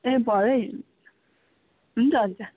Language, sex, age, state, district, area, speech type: Nepali, female, 18-30, West Bengal, Kalimpong, rural, conversation